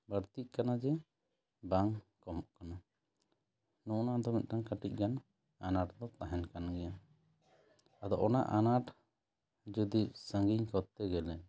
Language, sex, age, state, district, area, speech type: Santali, male, 30-45, West Bengal, Jhargram, rural, spontaneous